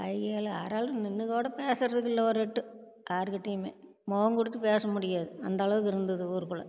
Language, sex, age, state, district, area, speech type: Tamil, female, 60+, Tamil Nadu, Namakkal, rural, spontaneous